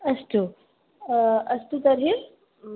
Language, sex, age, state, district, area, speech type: Sanskrit, female, 18-30, Assam, Baksa, rural, conversation